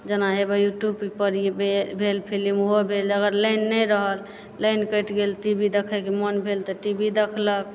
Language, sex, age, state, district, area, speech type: Maithili, female, 30-45, Bihar, Supaul, urban, spontaneous